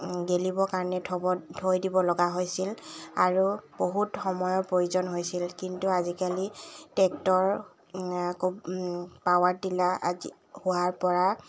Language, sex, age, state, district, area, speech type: Assamese, female, 18-30, Assam, Dibrugarh, urban, spontaneous